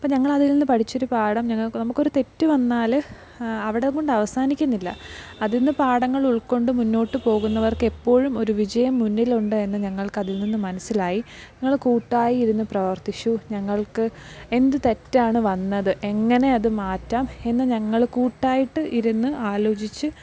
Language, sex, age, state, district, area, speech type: Malayalam, female, 18-30, Kerala, Pathanamthitta, rural, spontaneous